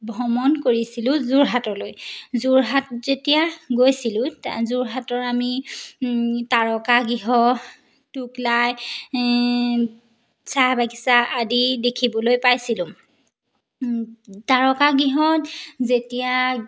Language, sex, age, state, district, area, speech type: Assamese, female, 18-30, Assam, Majuli, urban, spontaneous